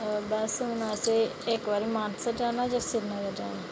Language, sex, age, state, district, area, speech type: Dogri, female, 30-45, Jammu and Kashmir, Reasi, rural, spontaneous